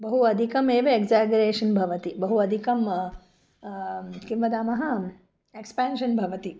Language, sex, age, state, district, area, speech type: Sanskrit, female, 45-60, Karnataka, Bangalore Urban, urban, spontaneous